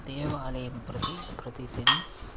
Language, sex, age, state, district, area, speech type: Sanskrit, male, 30-45, Kerala, Kannur, rural, spontaneous